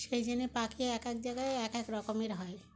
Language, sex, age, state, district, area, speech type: Bengali, female, 60+, West Bengal, Uttar Dinajpur, urban, spontaneous